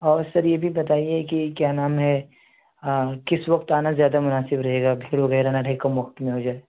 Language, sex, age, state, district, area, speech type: Urdu, male, 18-30, Delhi, South Delhi, urban, conversation